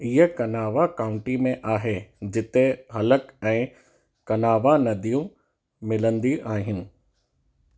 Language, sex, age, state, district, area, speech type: Sindhi, male, 18-30, Gujarat, Kutch, rural, read